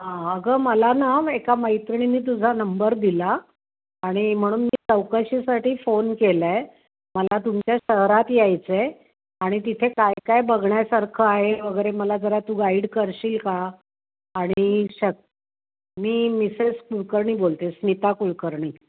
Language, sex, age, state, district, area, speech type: Marathi, female, 60+, Maharashtra, Thane, urban, conversation